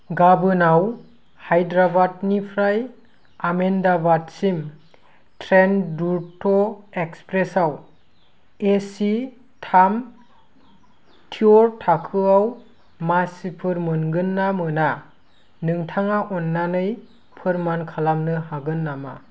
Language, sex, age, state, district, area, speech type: Bodo, male, 18-30, Assam, Kokrajhar, rural, read